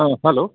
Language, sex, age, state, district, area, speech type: Assamese, male, 60+, Assam, Barpeta, rural, conversation